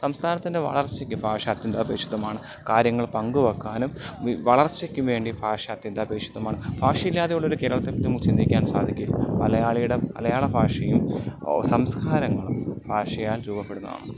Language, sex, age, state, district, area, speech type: Malayalam, male, 30-45, Kerala, Alappuzha, rural, spontaneous